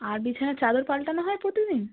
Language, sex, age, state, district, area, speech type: Bengali, female, 18-30, West Bengal, South 24 Parganas, rural, conversation